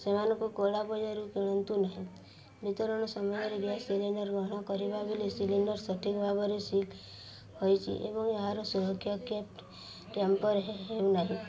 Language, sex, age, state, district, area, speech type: Odia, female, 18-30, Odisha, Subarnapur, urban, spontaneous